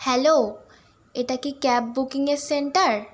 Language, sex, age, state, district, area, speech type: Bengali, female, 18-30, West Bengal, Howrah, urban, spontaneous